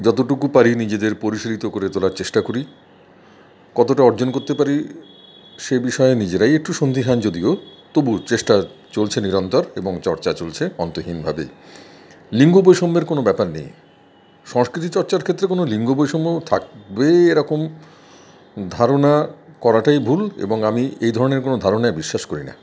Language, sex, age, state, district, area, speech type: Bengali, male, 45-60, West Bengal, Paschim Bardhaman, urban, spontaneous